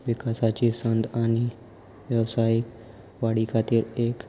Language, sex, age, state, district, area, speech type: Goan Konkani, male, 18-30, Goa, Salcete, rural, spontaneous